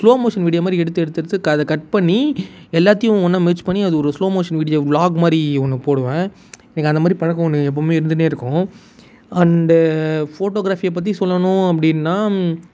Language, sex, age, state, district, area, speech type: Tamil, male, 18-30, Tamil Nadu, Tiruvannamalai, urban, spontaneous